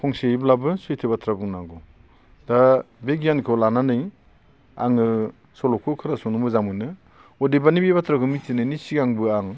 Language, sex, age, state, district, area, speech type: Bodo, male, 60+, Assam, Baksa, urban, spontaneous